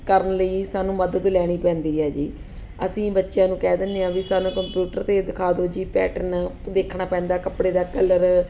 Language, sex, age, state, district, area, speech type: Punjabi, female, 30-45, Punjab, Ludhiana, urban, spontaneous